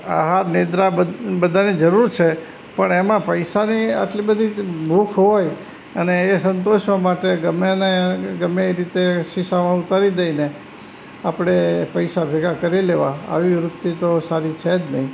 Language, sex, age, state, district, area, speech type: Gujarati, male, 60+, Gujarat, Rajkot, rural, spontaneous